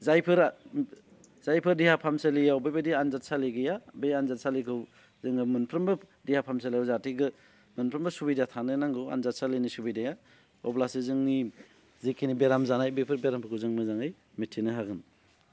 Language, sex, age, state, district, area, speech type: Bodo, male, 30-45, Assam, Baksa, rural, spontaneous